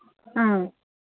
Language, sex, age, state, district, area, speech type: Manipuri, female, 30-45, Manipur, Chandel, rural, conversation